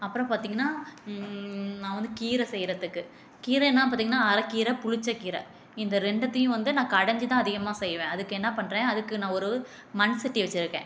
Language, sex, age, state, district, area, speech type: Tamil, female, 30-45, Tamil Nadu, Tiruchirappalli, rural, spontaneous